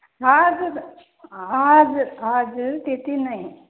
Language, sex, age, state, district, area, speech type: Nepali, female, 45-60, West Bengal, Kalimpong, rural, conversation